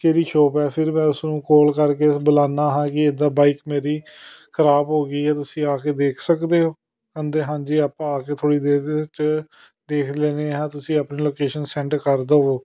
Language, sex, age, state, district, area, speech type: Punjabi, male, 30-45, Punjab, Amritsar, urban, spontaneous